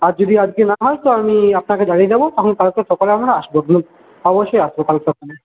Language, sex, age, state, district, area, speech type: Bengali, male, 18-30, West Bengal, Paschim Bardhaman, rural, conversation